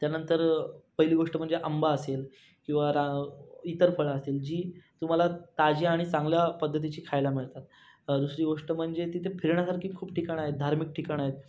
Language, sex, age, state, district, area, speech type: Marathi, male, 18-30, Maharashtra, Raigad, rural, spontaneous